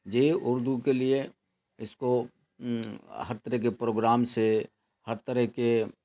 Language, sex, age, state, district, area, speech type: Urdu, male, 60+, Bihar, Khagaria, rural, spontaneous